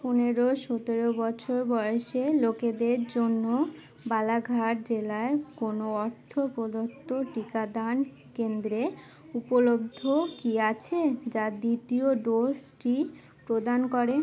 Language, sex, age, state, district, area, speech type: Bengali, female, 18-30, West Bengal, Uttar Dinajpur, urban, read